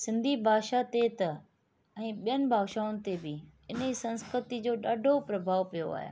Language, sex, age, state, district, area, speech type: Sindhi, female, 30-45, Rajasthan, Ajmer, urban, spontaneous